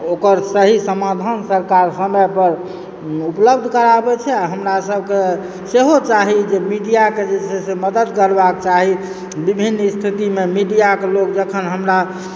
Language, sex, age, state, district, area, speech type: Maithili, male, 30-45, Bihar, Supaul, urban, spontaneous